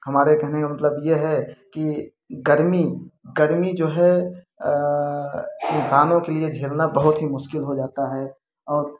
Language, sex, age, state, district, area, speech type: Hindi, male, 30-45, Uttar Pradesh, Prayagraj, urban, spontaneous